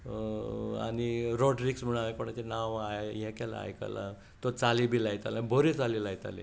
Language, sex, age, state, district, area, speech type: Goan Konkani, male, 60+, Goa, Tiswadi, rural, spontaneous